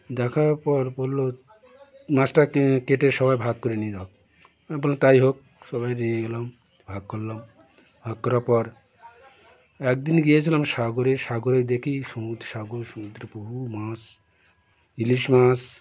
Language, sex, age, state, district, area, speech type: Bengali, male, 60+, West Bengal, Birbhum, urban, spontaneous